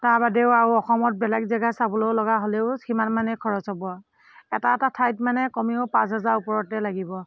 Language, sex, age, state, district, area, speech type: Assamese, female, 45-60, Assam, Morigaon, rural, spontaneous